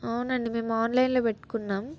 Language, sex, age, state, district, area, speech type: Telugu, female, 18-30, Telangana, Peddapalli, rural, spontaneous